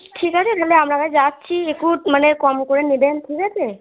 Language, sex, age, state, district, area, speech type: Bengali, female, 45-60, West Bengal, Purba Bardhaman, rural, conversation